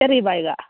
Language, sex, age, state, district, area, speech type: Malayalam, female, 18-30, Kerala, Idukki, rural, conversation